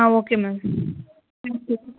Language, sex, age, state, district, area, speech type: Kannada, female, 30-45, Karnataka, Hassan, rural, conversation